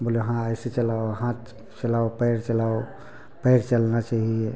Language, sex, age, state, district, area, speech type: Hindi, male, 45-60, Uttar Pradesh, Prayagraj, urban, spontaneous